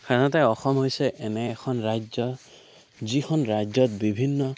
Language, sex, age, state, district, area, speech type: Assamese, male, 18-30, Assam, Biswanath, rural, spontaneous